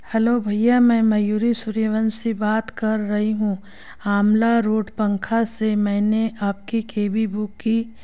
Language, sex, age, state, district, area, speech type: Hindi, female, 30-45, Madhya Pradesh, Betul, rural, spontaneous